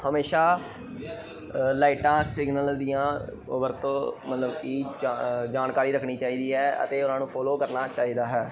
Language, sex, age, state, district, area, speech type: Punjabi, male, 18-30, Punjab, Pathankot, urban, spontaneous